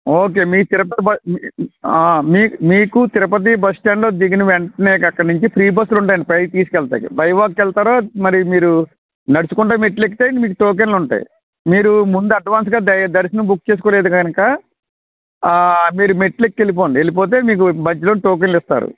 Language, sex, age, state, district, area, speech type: Telugu, male, 45-60, Andhra Pradesh, West Godavari, rural, conversation